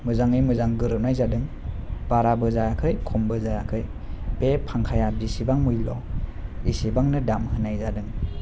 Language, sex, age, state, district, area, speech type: Bodo, male, 18-30, Assam, Chirang, urban, spontaneous